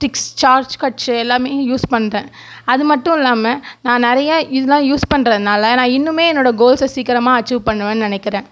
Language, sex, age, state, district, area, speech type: Tamil, female, 18-30, Tamil Nadu, Tiruvarur, urban, spontaneous